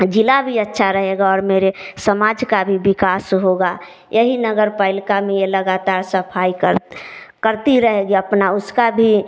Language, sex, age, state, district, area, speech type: Hindi, female, 30-45, Bihar, Samastipur, rural, spontaneous